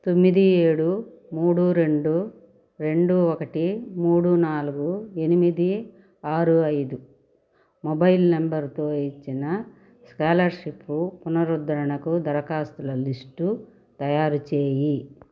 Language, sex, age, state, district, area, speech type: Telugu, female, 60+, Andhra Pradesh, Sri Balaji, urban, read